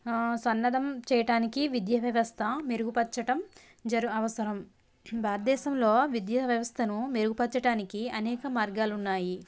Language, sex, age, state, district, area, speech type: Telugu, female, 18-30, Andhra Pradesh, Konaseema, rural, spontaneous